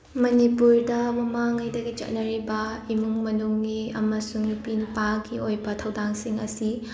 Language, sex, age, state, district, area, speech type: Manipuri, female, 45-60, Manipur, Imphal West, urban, spontaneous